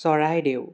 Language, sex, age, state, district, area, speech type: Assamese, male, 18-30, Assam, Charaideo, urban, spontaneous